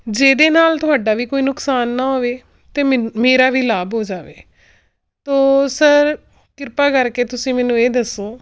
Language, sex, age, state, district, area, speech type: Punjabi, female, 45-60, Punjab, Tarn Taran, urban, spontaneous